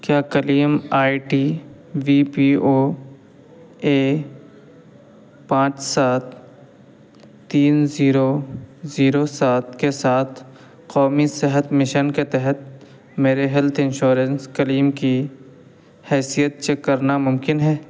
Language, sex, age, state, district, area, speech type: Urdu, male, 18-30, Uttar Pradesh, Saharanpur, urban, read